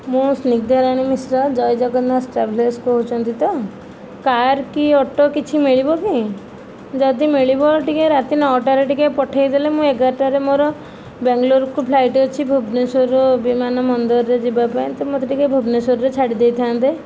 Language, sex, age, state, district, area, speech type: Odia, female, 30-45, Odisha, Nayagarh, rural, spontaneous